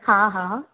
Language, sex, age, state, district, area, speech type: Sindhi, female, 45-60, Maharashtra, Thane, urban, conversation